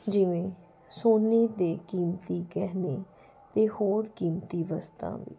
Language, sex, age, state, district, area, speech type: Punjabi, female, 45-60, Punjab, Jalandhar, urban, spontaneous